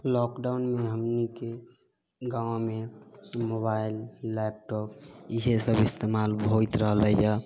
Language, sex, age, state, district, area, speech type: Maithili, male, 45-60, Bihar, Sitamarhi, rural, spontaneous